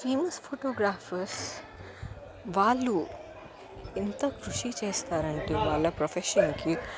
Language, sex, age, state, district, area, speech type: Telugu, female, 18-30, Telangana, Hyderabad, urban, spontaneous